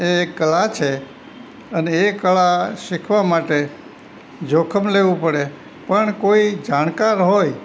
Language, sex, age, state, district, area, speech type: Gujarati, male, 60+, Gujarat, Rajkot, rural, spontaneous